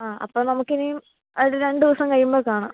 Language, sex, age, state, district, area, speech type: Malayalam, female, 18-30, Kerala, Kottayam, rural, conversation